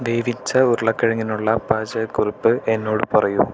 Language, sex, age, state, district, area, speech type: Malayalam, male, 18-30, Kerala, Thrissur, rural, read